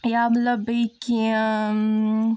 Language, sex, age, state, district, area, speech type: Kashmiri, female, 30-45, Jammu and Kashmir, Bandipora, urban, spontaneous